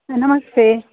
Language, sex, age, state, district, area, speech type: Sanskrit, female, 60+, Karnataka, Dakshina Kannada, urban, conversation